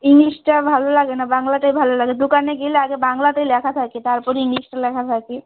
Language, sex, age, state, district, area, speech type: Bengali, female, 45-60, West Bengal, Alipurduar, rural, conversation